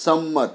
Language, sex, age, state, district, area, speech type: Gujarati, male, 60+, Gujarat, Anand, urban, read